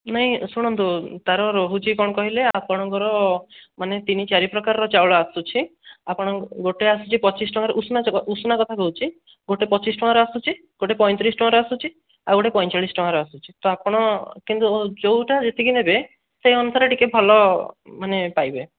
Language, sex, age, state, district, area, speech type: Odia, male, 18-30, Odisha, Dhenkanal, rural, conversation